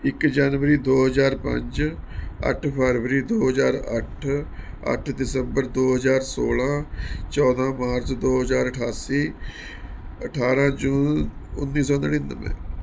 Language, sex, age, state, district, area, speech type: Punjabi, male, 45-60, Punjab, Mohali, urban, spontaneous